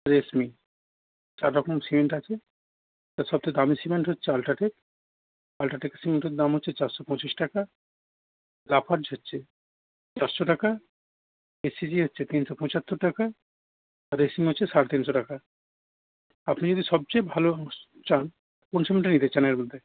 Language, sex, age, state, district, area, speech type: Bengali, male, 60+, West Bengal, Howrah, urban, conversation